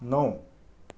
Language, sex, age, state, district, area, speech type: Nepali, male, 45-60, West Bengal, Darjeeling, rural, read